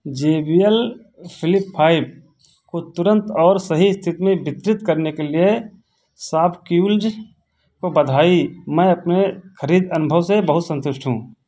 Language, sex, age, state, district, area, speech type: Hindi, male, 60+, Uttar Pradesh, Ayodhya, rural, read